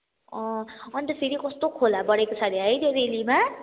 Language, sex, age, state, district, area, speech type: Nepali, female, 18-30, West Bengal, Kalimpong, rural, conversation